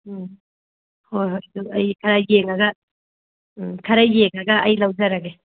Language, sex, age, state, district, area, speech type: Manipuri, female, 30-45, Manipur, Tengnoupal, rural, conversation